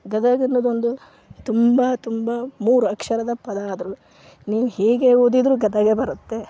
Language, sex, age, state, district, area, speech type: Kannada, female, 30-45, Karnataka, Gadag, rural, spontaneous